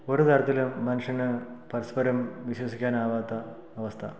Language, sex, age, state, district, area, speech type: Malayalam, male, 45-60, Kerala, Idukki, rural, spontaneous